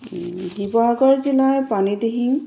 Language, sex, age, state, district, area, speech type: Assamese, female, 30-45, Assam, Charaideo, rural, spontaneous